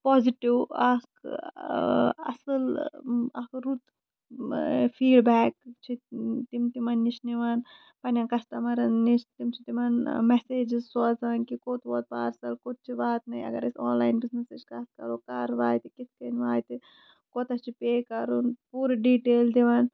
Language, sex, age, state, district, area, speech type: Kashmiri, female, 30-45, Jammu and Kashmir, Shopian, urban, spontaneous